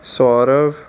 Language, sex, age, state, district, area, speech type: Punjabi, male, 18-30, Punjab, Patiala, urban, spontaneous